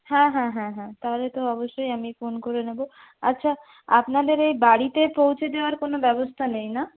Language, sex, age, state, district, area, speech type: Bengali, female, 60+, West Bengal, Purulia, urban, conversation